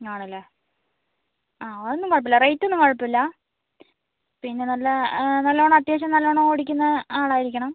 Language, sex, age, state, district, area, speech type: Malayalam, female, 45-60, Kerala, Wayanad, rural, conversation